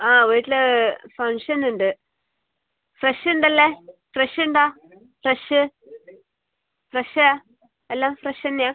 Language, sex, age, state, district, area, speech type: Malayalam, female, 18-30, Kerala, Kasaragod, rural, conversation